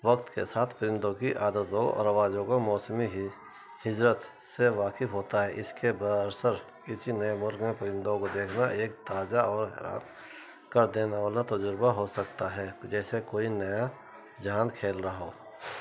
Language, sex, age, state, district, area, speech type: Urdu, male, 60+, Uttar Pradesh, Muzaffarnagar, urban, spontaneous